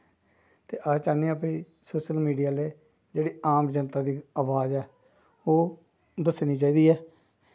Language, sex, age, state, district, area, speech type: Dogri, male, 45-60, Jammu and Kashmir, Jammu, rural, spontaneous